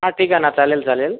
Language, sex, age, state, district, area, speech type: Marathi, male, 30-45, Maharashtra, Akola, rural, conversation